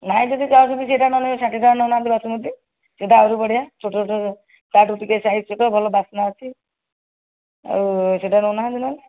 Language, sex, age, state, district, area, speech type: Odia, female, 45-60, Odisha, Nayagarh, rural, conversation